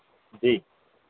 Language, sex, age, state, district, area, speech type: Hindi, male, 30-45, Madhya Pradesh, Harda, urban, conversation